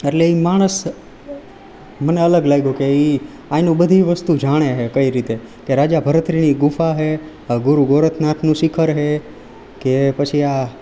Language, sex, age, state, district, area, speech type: Gujarati, male, 18-30, Gujarat, Rajkot, rural, spontaneous